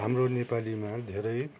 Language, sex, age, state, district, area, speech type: Nepali, male, 60+, West Bengal, Kalimpong, rural, spontaneous